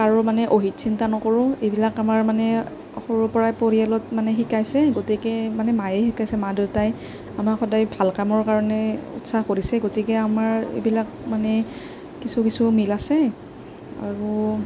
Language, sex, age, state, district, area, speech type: Assamese, female, 18-30, Assam, Nagaon, rural, spontaneous